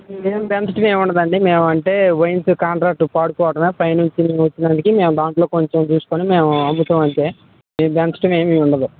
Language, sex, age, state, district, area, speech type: Telugu, male, 18-30, Telangana, Khammam, rural, conversation